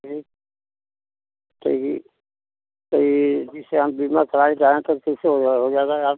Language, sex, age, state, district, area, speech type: Hindi, male, 60+, Uttar Pradesh, Ghazipur, rural, conversation